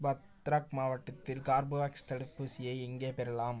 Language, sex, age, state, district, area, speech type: Tamil, male, 18-30, Tamil Nadu, Nagapattinam, rural, read